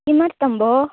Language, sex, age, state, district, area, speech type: Sanskrit, female, 18-30, Karnataka, Hassan, rural, conversation